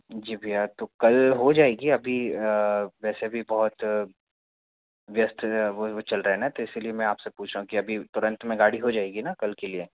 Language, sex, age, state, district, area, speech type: Hindi, male, 60+, Madhya Pradesh, Bhopal, urban, conversation